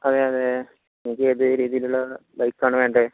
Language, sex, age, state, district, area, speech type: Malayalam, male, 18-30, Kerala, Malappuram, rural, conversation